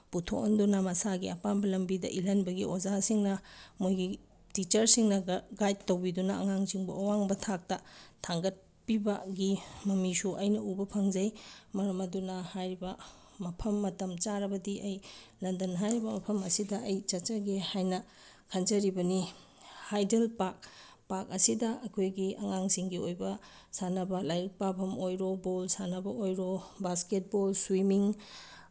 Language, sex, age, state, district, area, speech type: Manipuri, female, 30-45, Manipur, Bishnupur, rural, spontaneous